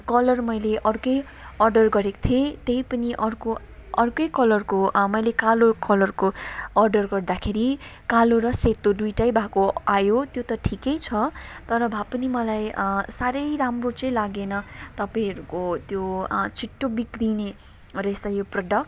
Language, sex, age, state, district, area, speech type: Nepali, female, 30-45, West Bengal, Kalimpong, rural, spontaneous